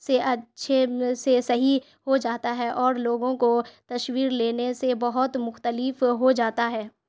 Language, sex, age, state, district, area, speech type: Urdu, female, 18-30, Bihar, Khagaria, rural, spontaneous